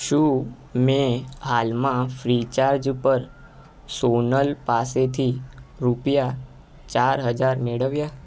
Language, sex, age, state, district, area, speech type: Gujarati, male, 18-30, Gujarat, Ahmedabad, urban, read